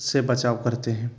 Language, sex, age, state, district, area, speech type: Hindi, male, 30-45, Madhya Pradesh, Bhopal, urban, spontaneous